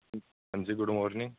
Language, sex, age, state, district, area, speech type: Punjabi, male, 18-30, Punjab, Fazilka, rural, conversation